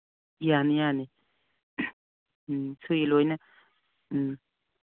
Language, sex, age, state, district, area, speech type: Manipuri, female, 60+, Manipur, Imphal East, rural, conversation